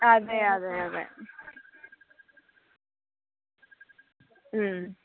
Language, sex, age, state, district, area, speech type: Malayalam, male, 45-60, Kerala, Pathanamthitta, rural, conversation